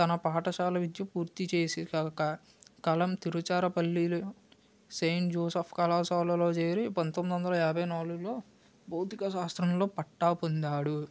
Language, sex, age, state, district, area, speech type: Telugu, male, 45-60, Andhra Pradesh, West Godavari, rural, spontaneous